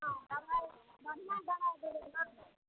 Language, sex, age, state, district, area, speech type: Maithili, female, 45-60, Bihar, Darbhanga, rural, conversation